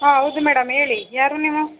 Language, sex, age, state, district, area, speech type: Kannada, female, 30-45, Karnataka, Chamarajanagar, rural, conversation